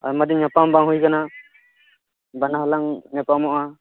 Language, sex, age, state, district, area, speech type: Santali, male, 18-30, West Bengal, Purba Bardhaman, rural, conversation